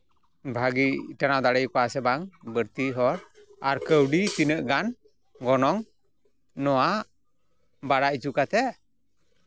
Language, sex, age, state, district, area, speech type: Santali, male, 45-60, West Bengal, Malda, rural, spontaneous